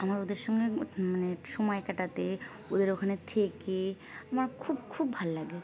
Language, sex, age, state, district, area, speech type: Bengali, female, 18-30, West Bengal, Birbhum, urban, spontaneous